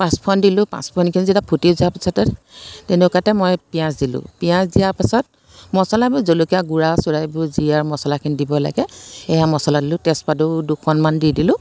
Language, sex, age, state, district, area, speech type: Assamese, female, 45-60, Assam, Biswanath, rural, spontaneous